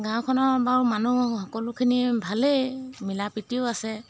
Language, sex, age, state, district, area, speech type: Assamese, female, 30-45, Assam, Jorhat, urban, spontaneous